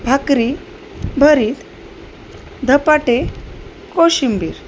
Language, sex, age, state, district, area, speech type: Marathi, female, 30-45, Maharashtra, Osmanabad, rural, spontaneous